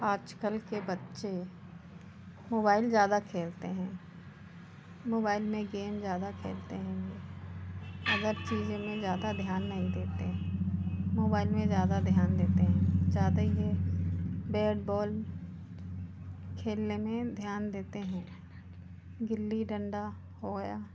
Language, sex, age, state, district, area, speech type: Hindi, female, 30-45, Madhya Pradesh, Seoni, urban, spontaneous